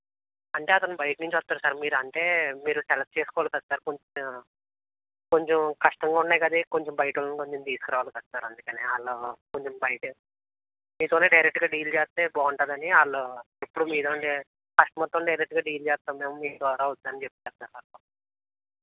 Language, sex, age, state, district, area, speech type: Telugu, male, 30-45, Andhra Pradesh, East Godavari, urban, conversation